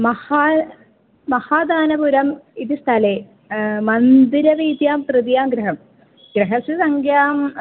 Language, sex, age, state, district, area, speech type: Sanskrit, female, 18-30, Kerala, Palakkad, rural, conversation